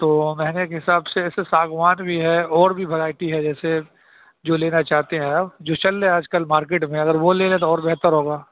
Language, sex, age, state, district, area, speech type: Urdu, male, 30-45, Uttar Pradesh, Gautam Buddha Nagar, rural, conversation